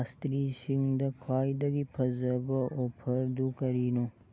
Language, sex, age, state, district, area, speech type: Manipuri, male, 18-30, Manipur, Churachandpur, rural, read